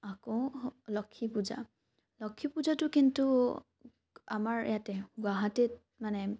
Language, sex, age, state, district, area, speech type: Assamese, female, 18-30, Assam, Morigaon, rural, spontaneous